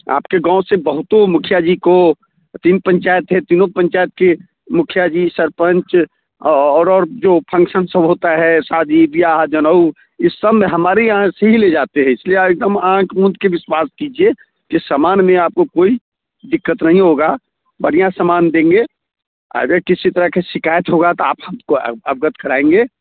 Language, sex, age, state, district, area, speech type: Hindi, male, 45-60, Bihar, Muzaffarpur, rural, conversation